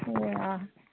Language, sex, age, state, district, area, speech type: Nepali, female, 30-45, West Bengal, Kalimpong, rural, conversation